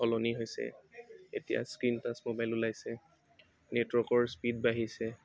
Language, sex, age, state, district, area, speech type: Assamese, male, 18-30, Assam, Tinsukia, rural, spontaneous